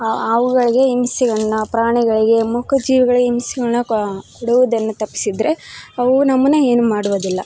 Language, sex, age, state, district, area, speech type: Kannada, female, 18-30, Karnataka, Koppal, rural, spontaneous